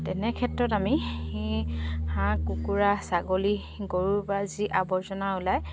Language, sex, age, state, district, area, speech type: Assamese, female, 45-60, Assam, Dibrugarh, rural, spontaneous